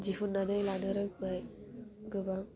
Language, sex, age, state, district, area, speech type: Bodo, female, 18-30, Assam, Udalguri, urban, spontaneous